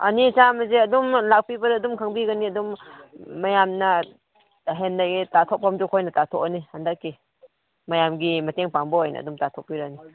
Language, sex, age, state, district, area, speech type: Manipuri, female, 30-45, Manipur, Kangpokpi, urban, conversation